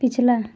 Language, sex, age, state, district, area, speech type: Hindi, female, 18-30, Uttar Pradesh, Mau, rural, read